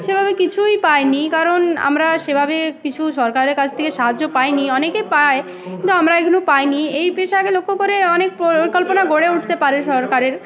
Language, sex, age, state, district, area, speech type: Bengali, female, 18-30, West Bengal, Uttar Dinajpur, urban, spontaneous